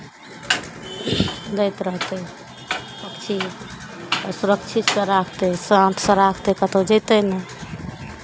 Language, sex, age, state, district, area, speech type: Maithili, female, 45-60, Bihar, Araria, rural, spontaneous